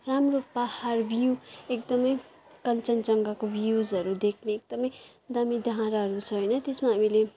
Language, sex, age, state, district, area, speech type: Nepali, female, 18-30, West Bengal, Kalimpong, rural, spontaneous